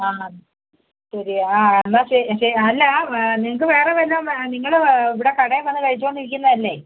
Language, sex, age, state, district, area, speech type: Malayalam, female, 45-60, Kerala, Kottayam, rural, conversation